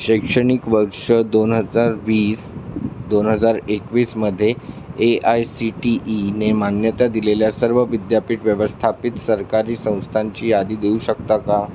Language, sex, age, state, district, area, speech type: Marathi, male, 30-45, Maharashtra, Thane, urban, read